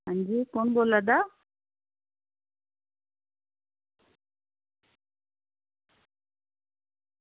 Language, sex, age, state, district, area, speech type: Dogri, female, 30-45, Jammu and Kashmir, Udhampur, rural, conversation